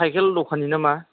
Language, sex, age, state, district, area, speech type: Bodo, male, 30-45, Assam, Chirang, rural, conversation